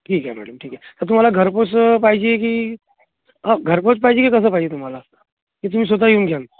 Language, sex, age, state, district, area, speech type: Marathi, male, 30-45, Maharashtra, Yavatmal, urban, conversation